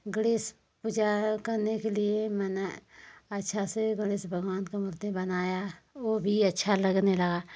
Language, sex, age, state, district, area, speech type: Hindi, female, 30-45, Uttar Pradesh, Ghazipur, rural, spontaneous